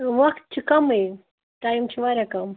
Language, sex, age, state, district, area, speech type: Kashmiri, female, 18-30, Jammu and Kashmir, Budgam, rural, conversation